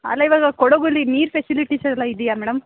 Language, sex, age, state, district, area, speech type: Kannada, female, 18-30, Karnataka, Kodagu, rural, conversation